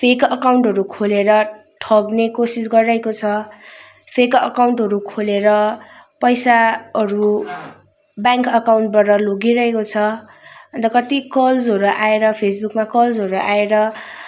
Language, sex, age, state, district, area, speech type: Nepali, female, 30-45, West Bengal, Darjeeling, rural, spontaneous